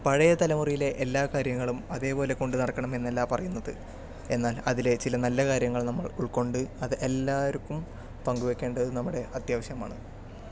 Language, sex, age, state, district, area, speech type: Malayalam, male, 18-30, Kerala, Palakkad, urban, spontaneous